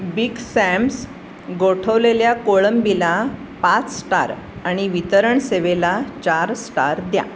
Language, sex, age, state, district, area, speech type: Marathi, female, 60+, Maharashtra, Pune, urban, read